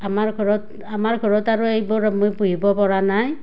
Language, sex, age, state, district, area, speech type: Assamese, female, 30-45, Assam, Barpeta, rural, spontaneous